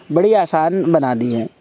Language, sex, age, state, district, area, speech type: Urdu, male, 18-30, Delhi, Central Delhi, urban, spontaneous